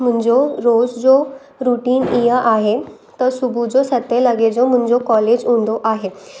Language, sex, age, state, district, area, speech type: Sindhi, female, 18-30, Maharashtra, Mumbai Suburban, urban, spontaneous